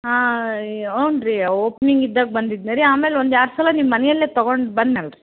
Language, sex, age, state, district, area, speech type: Kannada, female, 30-45, Karnataka, Koppal, rural, conversation